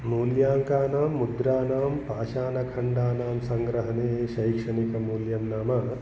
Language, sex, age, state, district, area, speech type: Sanskrit, male, 45-60, Telangana, Mahbubnagar, rural, spontaneous